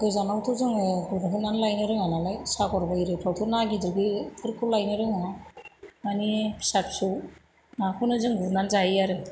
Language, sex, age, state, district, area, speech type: Bodo, female, 45-60, Assam, Chirang, rural, spontaneous